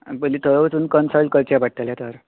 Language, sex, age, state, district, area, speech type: Goan Konkani, male, 18-30, Goa, Bardez, rural, conversation